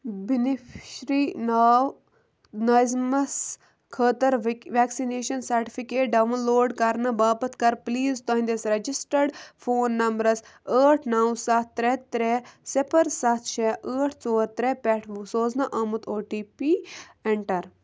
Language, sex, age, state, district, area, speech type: Kashmiri, female, 18-30, Jammu and Kashmir, Kupwara, rural, read